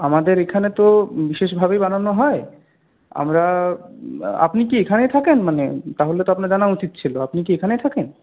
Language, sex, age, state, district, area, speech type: Bengali, male, 30-45, West Bengal, Purulia, urban, conversation